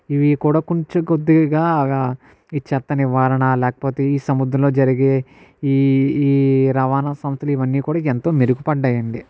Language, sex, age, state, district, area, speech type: Telugu, male, 60+, Andhra Pradesh, Kakinada, rural, spontaneous